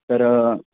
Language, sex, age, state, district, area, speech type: Marathi, male, 18-30, Maharashtra, Kolhapur, urban, conversation